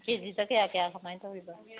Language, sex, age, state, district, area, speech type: Manipuri, female, 30-45, Manipur, Kangpokpi, urban, conversation